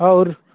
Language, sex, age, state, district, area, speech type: Odia, male, 60+, Odisha, Jajpur, rural, conversation